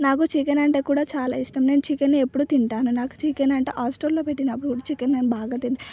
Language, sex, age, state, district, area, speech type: Telugu, female, 18-30, Telangana, Hyderabad, urban, spontaneous